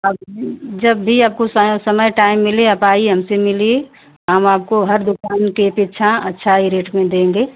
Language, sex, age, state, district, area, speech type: Hindi, female, 45-60, Uttar Pradesh, Mau, rural, conversation